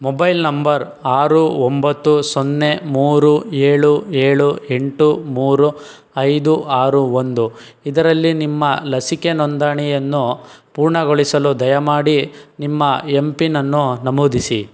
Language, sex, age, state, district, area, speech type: Kannada, male, 45-60, Karnataka, Chikkaballapur, rural, read